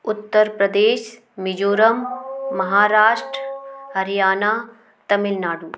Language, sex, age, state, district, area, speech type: Hindi, female, 30-45, Madhya Pradesh, Gwalior, urban, spontaneous